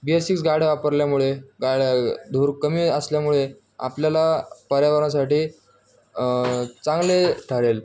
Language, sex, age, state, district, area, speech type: Marathi, male, 18-30, Maharashtra, Jalna, urban, spontaneous